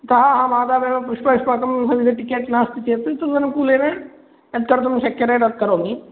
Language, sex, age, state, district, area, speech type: Sanskrit, male, 18-30, Andhra Pradesh, Kadapa, rural, conversation